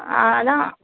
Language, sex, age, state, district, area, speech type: Tamil, female, 30-45, Tamil Nadu, Kanyakumari, urban, conversation